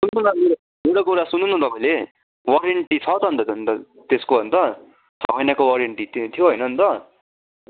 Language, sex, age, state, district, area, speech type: Nepali, male, 18-30, West Bengal, Darjeeling, rural, conversation